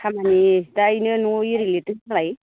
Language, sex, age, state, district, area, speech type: Bodo, female, 30-45, Assam, Baksa, rural, conversation